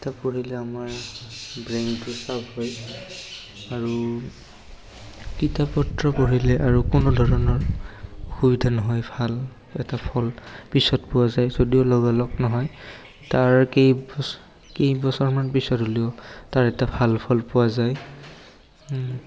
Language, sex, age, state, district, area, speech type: Assamese, male, 18-30, Assam, Barpeta, rural, spontaneous